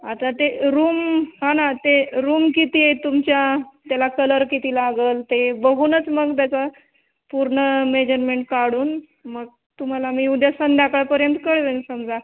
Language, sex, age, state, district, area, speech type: Marathi, female, 45-60, Maharashtra, Nanded, urban, conversation